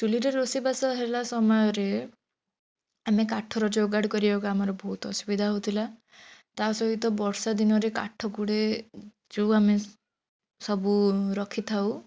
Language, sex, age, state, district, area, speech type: Odia, female, 30-45, Odisha, Bhadrak, rural, spontaneous